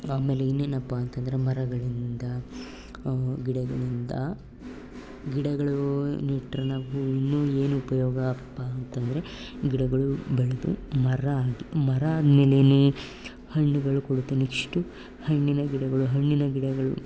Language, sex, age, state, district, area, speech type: Kannada, female, 18-30, Karnataka, Chamarajanagar, rural, spontaneous